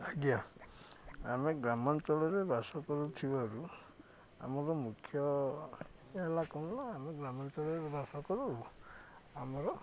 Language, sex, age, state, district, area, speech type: Odia, male, 30-45, Odisha, Jagatsinghpur, urban, spontaneous